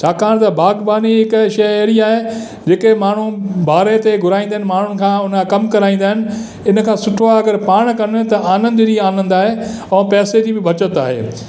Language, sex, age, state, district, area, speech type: Sindhi, male, 60+, Gujarat, Kutch, rural, spontaneous